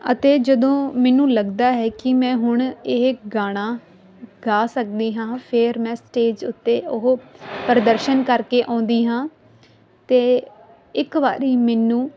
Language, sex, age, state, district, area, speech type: Punjabi, female, 18-30, Punjab, Muktsar, rural, spontaneous